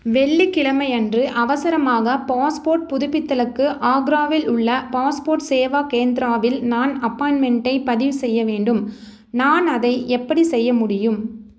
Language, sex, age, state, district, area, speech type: Tamil, female, 30-45, Tamil Nadu, Nilgiris, urban, read